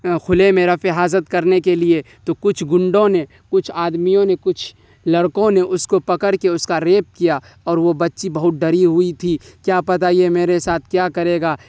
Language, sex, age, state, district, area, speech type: Urdu, male, 18-30, Bihar, Darbhanga, rural, spontaneous